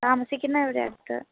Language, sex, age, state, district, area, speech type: Malayalam, female, 18-30, Kerala, Idukki, rural, conversation